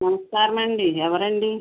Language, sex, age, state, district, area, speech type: Telugu, female, 60+, Andhra Pradesh, West Godavari, rural, conversation